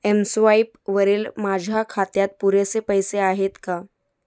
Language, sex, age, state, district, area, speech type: Marathi, female, 18-30, Maharashtra, Mumbai Suburban, rural, read